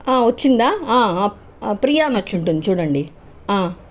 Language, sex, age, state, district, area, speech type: Telugu, female, 30-45, Andhra Pradesh, Chittoor, urban, spontaneous